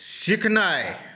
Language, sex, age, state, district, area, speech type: Maithili, male, 60+, Bihar, Saharsa, urban, read